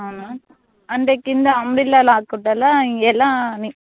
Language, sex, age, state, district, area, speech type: Telugu, female, 45-60, Andhra Pradesh, Kadapa, urban, conversation